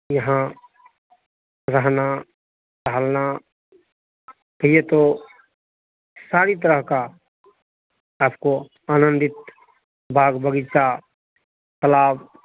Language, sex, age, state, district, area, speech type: Hindi, male, 30-45, Bihar, Madhepura, rural, conversation